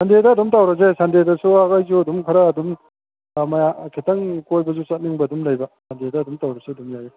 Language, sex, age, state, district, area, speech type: Manipuri, male, 45-60, Manipur, Bishnupur, rural, conversation